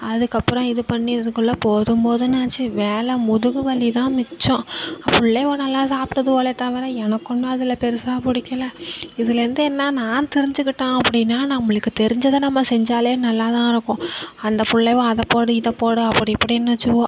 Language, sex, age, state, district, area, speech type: Tamil, female, 30-45, Tamil Nadu, Nagapattinam, rural, spontaneous